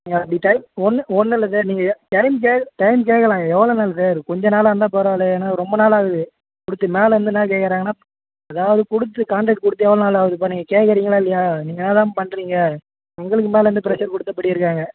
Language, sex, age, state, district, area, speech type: Tamil, male, 18-30, Tamil Nadu, Chengalpattu, rural, conversation